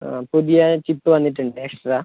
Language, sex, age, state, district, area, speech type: Malayalam, male, 18-30, Kerala, Kasaragod, rural, conversation